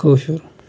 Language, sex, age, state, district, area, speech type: Kashmiri, male, 60+, Jammu and Kashmir, Kulgam, rural, spontaneous